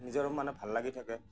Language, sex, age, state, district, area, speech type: Assamese, male, 30-45, Assam, Nagaon, rural, spontaneous